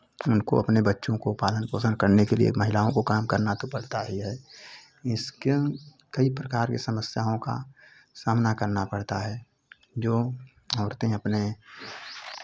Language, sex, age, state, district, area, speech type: Hindi, male, 30-45, Uttar Pradesh, Chandauli, rural, spontaneous